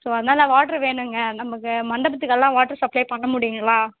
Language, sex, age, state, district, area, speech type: Tamil, female, 18-30, Tamil Nadu, Ranipet, rural, conversation